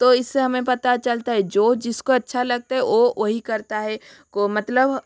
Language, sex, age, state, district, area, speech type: Hindi, female, 30-45, Rajasthan, Jodhpur, rural, spontaneous